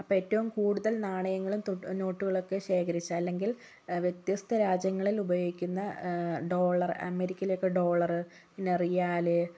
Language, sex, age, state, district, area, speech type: Malayalam, female, 18-30, Kerala, Kozhikode, urban, spontaneous